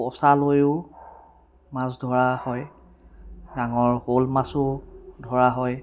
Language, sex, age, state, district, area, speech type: Assamese, male, 30-45, Assam, Sivasagar, urban, spontaneous